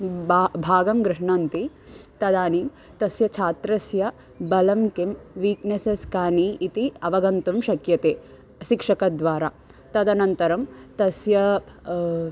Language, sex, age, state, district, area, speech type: Sanskrit, female, 18-30, Andhra Pradesh, N T Rama Rao, urban, spontaneous